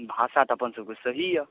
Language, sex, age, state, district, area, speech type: Maithili, male, 18-30, Bihar, Darbhanga, rural, conversation